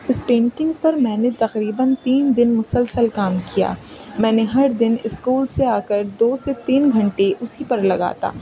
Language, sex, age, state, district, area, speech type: Urdu, female, 18-30, Uttar Pradesh, Rampur, urban, spontaneous